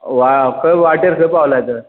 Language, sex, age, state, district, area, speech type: Goan Konkani, male, 45-60, Goa, Bardez, urban, conversation